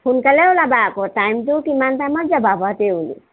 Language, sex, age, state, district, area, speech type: Assamese, female, 45-60, Assam, Jorhat, urban, conversation